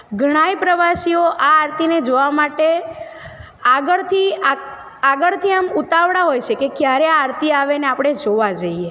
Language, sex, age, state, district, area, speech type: Gujarati, female, 30-45, Gujarat, Narmada, rural, spontaneous